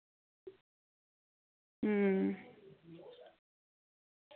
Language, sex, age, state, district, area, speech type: Dogri, female, 30-45, Jammu and Kashmir, Reasi, rural, conversation